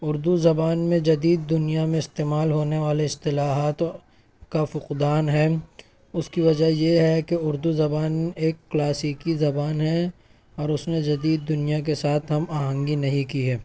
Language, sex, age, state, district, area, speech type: Urdu, male, 18-30, Maharashtra, Nashik, urban, spontaneous